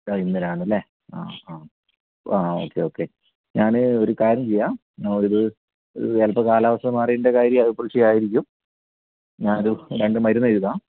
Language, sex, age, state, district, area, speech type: Malayalam, male, 18-30, Kerala, Wayanad, rural, conversation